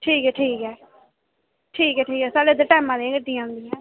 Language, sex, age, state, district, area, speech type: Dogri, female, 18-30, Jammu and Kashmir, Kathua, rural, conversation